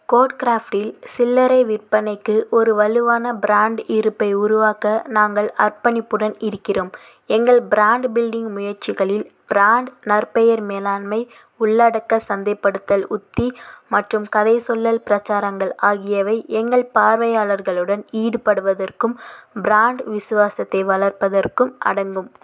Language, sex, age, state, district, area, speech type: Tamil, female, 18-30, Tamil Nadu, Vellore, urban, read